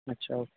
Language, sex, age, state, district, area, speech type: Hindi, male, 60+, Madhya Pradesh, Bhopal, urban, conversation